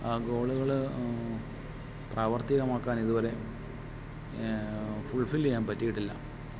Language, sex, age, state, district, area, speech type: Malayalam, male, 45-60, Kerala, Alappuzha, urban, spontaneous